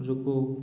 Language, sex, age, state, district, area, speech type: Hindi, male, 30-45, Madhya Pradesh, Gwalior, urban, read